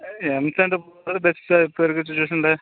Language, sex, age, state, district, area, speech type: Tamil, male, 18-30, Tamil Nadu, Dharmapuri, rural, conversation